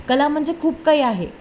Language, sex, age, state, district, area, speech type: Marathi, female, 18-30, Maharashtra, Jalna, urban, spontaneous